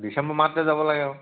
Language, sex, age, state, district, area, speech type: Assamese, male, 30-45, Assam, Charaideo, urban, conversation